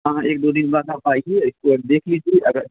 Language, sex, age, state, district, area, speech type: Hindi, male, 18-30, Uttar Pradesh, Chandauli, rural, conversation